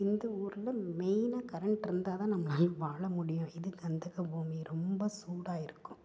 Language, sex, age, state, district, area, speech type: Tamil, female, 45-60, Tamil Nadu, Tiruppur, urban, spontaneous